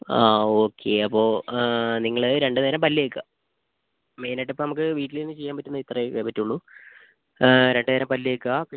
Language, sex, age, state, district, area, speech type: Malayalam, male, 30-45, Kerala, Wayanad, rural, conversation